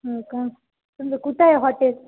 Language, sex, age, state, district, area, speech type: Marathi, female, 18-30, Maharashtra, Nanded, urban, conversation